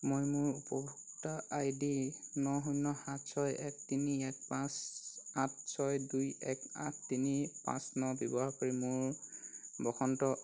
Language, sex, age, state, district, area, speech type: Assamese, male, 18-30, Assam, Golaghat, rural, read